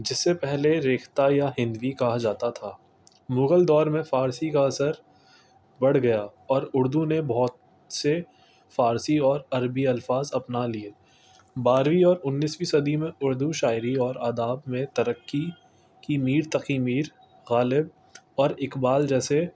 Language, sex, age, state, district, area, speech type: Urdu, male, 18-30, Delhi, North East Delhi, urban, spontaneous